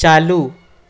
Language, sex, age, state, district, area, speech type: Gujarati, male, 18-30, Gujarat, Anand, rural, read